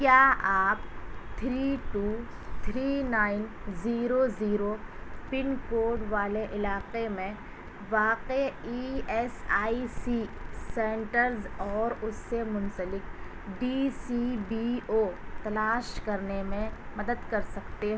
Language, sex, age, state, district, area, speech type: Urdu, female, 18-30, Delhi, South Delhi, urban, read